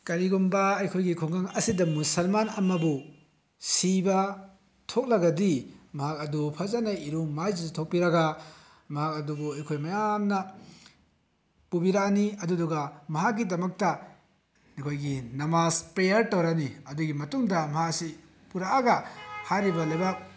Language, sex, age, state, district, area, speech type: Manipuri, male, 18-30, Manipur, Bishnupur, rural, spontaneous